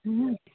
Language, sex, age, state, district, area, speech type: Bengali, female, 30-45, West Bengal, Alipurduar, rural, conversation